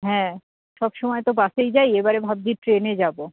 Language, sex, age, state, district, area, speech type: Bengali, female, 60+, West Bengal, Jhargram, rural, conversation